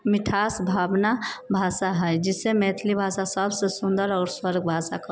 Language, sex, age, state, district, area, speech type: Maithili, female, 18-30, Bihar, Sitamarhi, rural, spontaneous